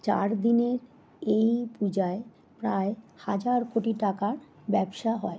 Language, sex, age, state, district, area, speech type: Bengali, female, 45-60, West Bengal, Howrah, urban, spontaneous